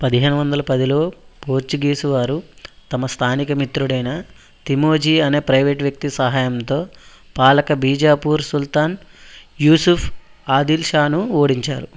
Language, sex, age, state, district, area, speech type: Telugu, male, 30-45, Andhra Pradesh, West Godavari, rural, read